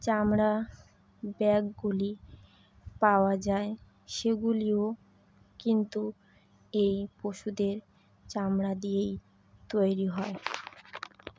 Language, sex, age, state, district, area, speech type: Bengali, female, 18-30, West Bengal, Howrah, urban, spontaneous